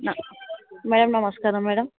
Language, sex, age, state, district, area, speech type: Telugu, female, 18-30, Telangana, Ranga Reddy, rural, conversation